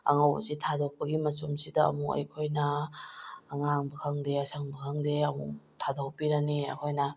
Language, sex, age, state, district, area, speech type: Manipuri, female, 45-60, Manipur, Bishnupur, rural, spontaneous